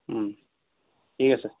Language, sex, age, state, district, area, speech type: Assamese, male, 18-30, Assam, Lakhimpur, rural, conversation